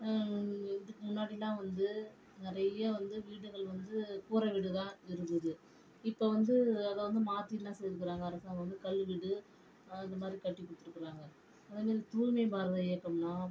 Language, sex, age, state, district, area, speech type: Tamil, female, 45-60, Tamil Nadu, Viluppuram, rural, spontaneous